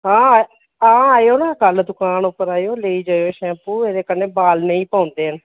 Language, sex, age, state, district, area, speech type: Dogri, female, 45-60, Jammu and Kashmir, Reasi, rural, conversation